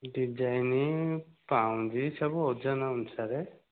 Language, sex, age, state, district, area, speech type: Odia, male, 45-60, Odisha, Dhenkanal, rural, conversation